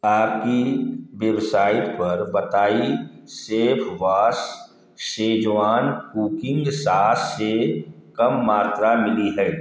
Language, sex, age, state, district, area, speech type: Hindi, male, 45-60, Uttar Pradesh, Prayagraj, rural, read